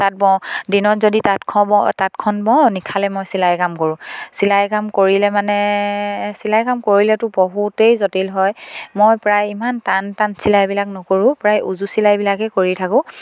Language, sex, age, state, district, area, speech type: Assamese, female, 18-30, Assam, Sivasagar, rural, spontaneous